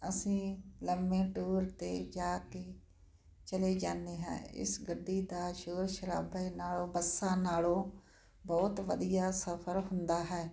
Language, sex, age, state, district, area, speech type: Punjabi, female, 60+, Punjab, Muktsar, urban, spontaneous